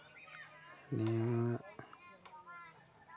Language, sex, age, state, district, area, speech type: Santali, male, 45-60, West Bengal, Bankura, rural, spontaneous